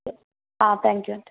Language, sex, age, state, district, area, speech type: Telugu, female, 30-45, Andhra Pradesh, East Godavari, rural, conversation